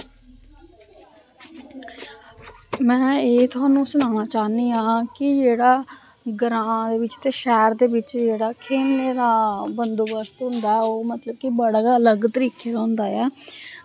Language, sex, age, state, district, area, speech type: Dogri, female, 18-30, Jammu and Kashmir, Samba, rural, spontaneous